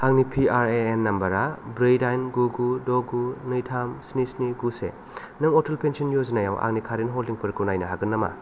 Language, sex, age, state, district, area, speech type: Bodo, male, 30-45, Assam, Kokrajhar, rural, read